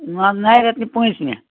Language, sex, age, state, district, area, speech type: Kashmiri, female, 18-30, Jammu and Kashmir, Budgam, rural, conversation